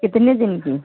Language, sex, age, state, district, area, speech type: Hindi, female, 30-45, Uttar Pradesh, Jaunpur, rural, conversation